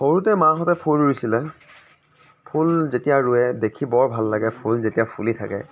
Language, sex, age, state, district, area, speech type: Assamese, male, 30-45, Assam, Dibrugarh, rural, spontaneous